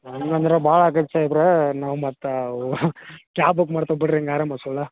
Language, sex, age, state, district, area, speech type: Kannada, male, 45-60, Karnataka, Belgaum, rural, conversation